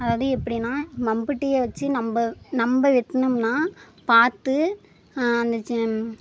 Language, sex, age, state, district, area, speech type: Tamil, female, 18-30, Tamil Nadu, Thanjavur, rural, spontaneous